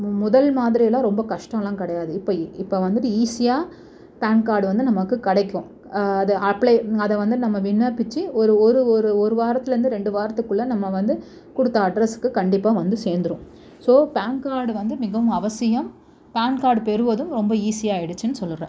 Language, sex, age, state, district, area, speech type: Tamil, female, 30-45, Tamil Nadu, Chennai, urban, spontaneous